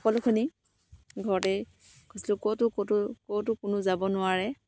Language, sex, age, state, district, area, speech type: Assamese, female, 18-30, Assam, Charaideo, rural, spontaneous